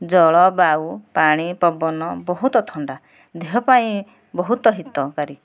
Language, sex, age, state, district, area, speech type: Odia, female, 30-45, Odisha, Nayagarh, rural, spontaneous